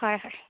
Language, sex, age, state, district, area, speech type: Assamese, female, 18-30, Assam, Dibrugarh, rural, conversation